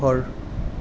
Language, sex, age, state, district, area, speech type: Assamese, male, 18-30, Assam, Nalbari, rural, read